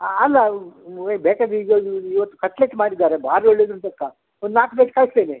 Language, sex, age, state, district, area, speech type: Kannada, male, 60+, Karnataka, Udupi, rural, conversation